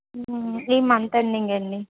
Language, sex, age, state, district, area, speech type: Telugu, female, 30-45, Telangana, Mancherial, rural, conversation